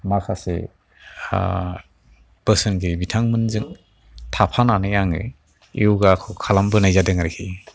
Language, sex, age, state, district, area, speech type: Bodo, male, 45-60, Assam, Kokrajhar, urban, spontaneous